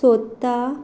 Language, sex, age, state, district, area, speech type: Goan Konkani, female, 30-45, Goa, Quepem, rural, read